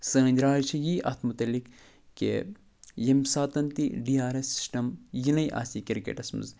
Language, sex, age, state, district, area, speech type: Kashmiri, male, 45-60, Jammu and Kashmir, Budgam, rural, spontaneous